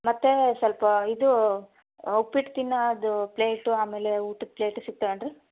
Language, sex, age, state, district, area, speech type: Kannada, female, 18-30, Karnataka, Koppal, rural, conversation